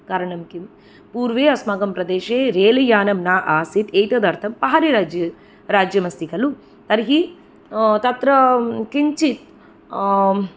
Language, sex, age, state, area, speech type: Sanskrit, female, 30-45, Tripura, urban, spontaneous